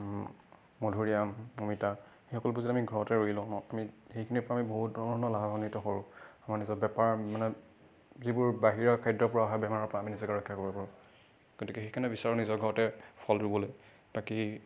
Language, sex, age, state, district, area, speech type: Assamese, male, 30-45, Assam, Nagaon, rural, spontaneous